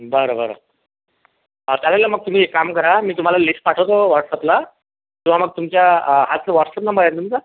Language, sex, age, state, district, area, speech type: Marathi, male, 30-45, Maharashtra, Akola, rural, conversation